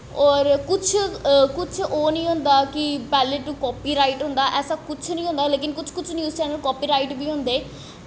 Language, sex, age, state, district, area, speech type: Dogri, female, 18-30, Jammu and Kashmir, Jammu, urban, spontaneous